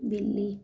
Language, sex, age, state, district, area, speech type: Hindi, female, 30-45, Madhya Pradesh, Gwalior, rural, read